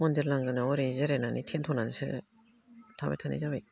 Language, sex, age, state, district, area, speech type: Bodo, female, 60+, Assam, Udalguri, rural, spontaneous